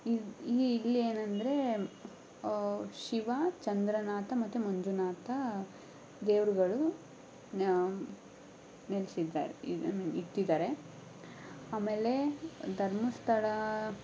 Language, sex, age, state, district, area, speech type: Kannada, female, 18-30, Karnataka, Tumkur, rural, spontaneous